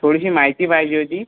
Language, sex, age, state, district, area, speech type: Marathi, male, 18-30, Maharashtra, Akola, rural, conversation